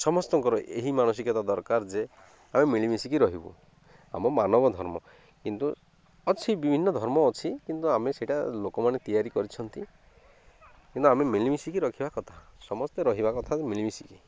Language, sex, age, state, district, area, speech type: Odia, male, 30-45, Odisha, Malkangiri, urban, spontaneous